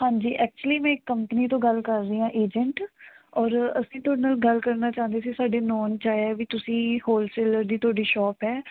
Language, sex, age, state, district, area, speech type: Punjabi, female, 18-30, Punjab, Mansa, urban, conversation